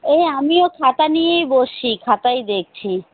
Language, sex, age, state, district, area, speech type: Bengali, female, 30-45, West Bengal, Alipurduar, rural, conversation